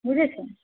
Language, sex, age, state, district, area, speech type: Bengali, female, 60+, West Bengal, Jhargram, rural, conversation